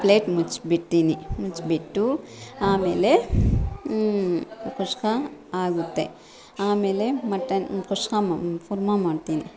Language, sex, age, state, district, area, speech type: Kannada, female, 45-60, Karnataka, Bangalore Urban, urban, spontaneous